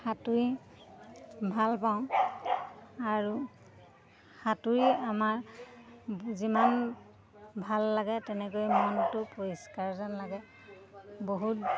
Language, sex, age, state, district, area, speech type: Assamese, female, 30-45, Assam, Lakhimpur, rural, spontaneous